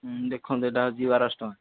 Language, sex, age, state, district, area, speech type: Odia, male, 30-45, Odisha, Nayagarh, rural, conversation